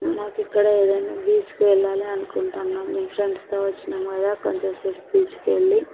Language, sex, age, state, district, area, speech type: Telugu, female, 18-30, Andhra Pradesh, Visakhapatnam, rural, conversation